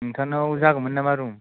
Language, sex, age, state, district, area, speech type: Bodo, male, 30-45, Assam, Baksa, urban, conversation